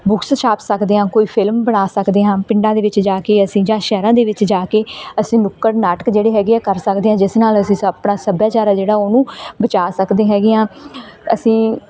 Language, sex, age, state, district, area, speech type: Punjabi, female, 18-30, Punjab, Bathinda, rural, spontaneous